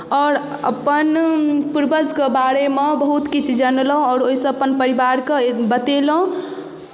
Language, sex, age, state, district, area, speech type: Maithili, female, 18-30, Bihar, Darbhanga, rural, spontaneous